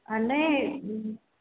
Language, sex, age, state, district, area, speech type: Maithili, female, 18-30, Bihar, Darbhanga, rural, conversation